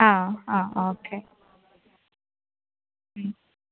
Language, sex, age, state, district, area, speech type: Malayalam, female, 18-30, Kerala, Ernakulam, urban, conversation